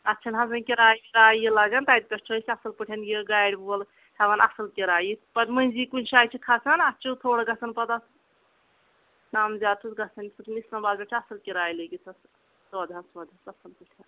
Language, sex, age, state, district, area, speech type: Kashmiri, female, 30-45, Jammu and Kashmir, Anantnag, rural, conversation